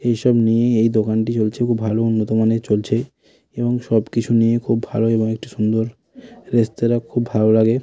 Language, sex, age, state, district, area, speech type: Bengali, male, 30-45, West Bengal, Hooghly, urban, spontaneous